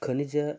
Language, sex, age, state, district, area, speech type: Kannada, male, 45-60, Karnataka, Koppal, rural, spontaneous